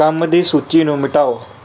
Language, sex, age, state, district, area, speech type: Punjabi, male, 18-30, Punjab, Kapurthala, urban, read